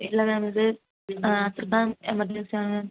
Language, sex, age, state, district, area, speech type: Malayalam, female, 18-30, Kerala, Kasaragod, rural, conversation